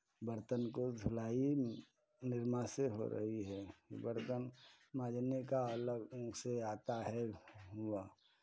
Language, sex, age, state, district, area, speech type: Hindi, male, 45-60, Uttar Pradesh, Chandauli, urban, spontaneous